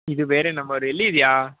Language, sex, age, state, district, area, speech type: Kannada, male, 18-30, Karnataka, Mysore, urban, conversation